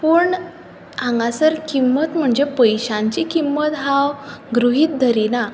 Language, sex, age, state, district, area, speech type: Goan Konkani, female, 18-30, Goa, Bardez, urban, spontaneous